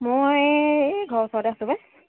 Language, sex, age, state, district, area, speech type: Assamese, female, 30-45, Assam, Dhemaji, urban, conversation